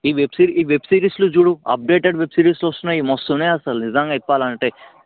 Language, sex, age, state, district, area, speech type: Telugu, male, 18-30, Telangana, Vikarabad, urban, conversation